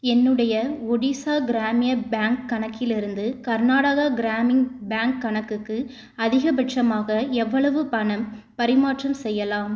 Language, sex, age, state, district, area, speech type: Tamil, female, 18-30, Tamil Nadu, Tiruchirappalli, urban, read